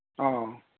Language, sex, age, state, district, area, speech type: Manipuri, male, 60+, Manipur, Kangpokpi, urban, conversation